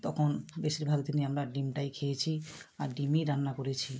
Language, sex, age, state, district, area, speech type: Bengali, female, 60+, West Bengal, Bankura, urban, spontaneous